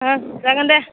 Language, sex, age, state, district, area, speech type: Bodo, female, 30-45, Assam, Udalguri, urban, conversation